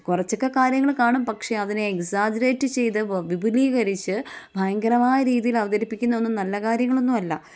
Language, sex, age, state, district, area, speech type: Malayalam, female, 30-45, Kerala, Kottayam, rural, spontaneous